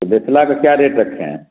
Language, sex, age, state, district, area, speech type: Urdu, male, 30-45, Bihar, Khagaria, rural, conversation